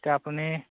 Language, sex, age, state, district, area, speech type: Assamese, male, 18-30, Assam, Golaghat, rural, conversation